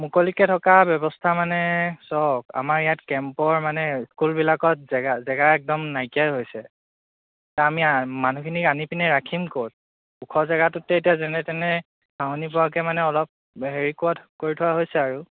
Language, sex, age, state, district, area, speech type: Assamese, male, 18-30, Assam, Golaghat, rural, conversation